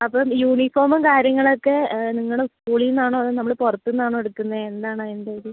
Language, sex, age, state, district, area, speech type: Malayalam, female, 18-30, Kerala, Kozhikode, urban, conversation